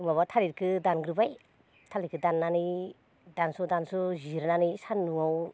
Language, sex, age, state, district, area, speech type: Bodo, female, 30-45, Assam, Baksa, rural, spontaneous